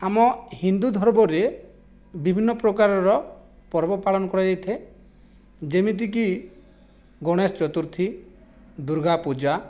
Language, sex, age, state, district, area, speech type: Odia, male, 45-60, Odisha, Jajpur, rural, spontaneous